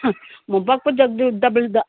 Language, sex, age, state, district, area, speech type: Manipuri, female, 60+, Manipur, Imphal East, rural, conversation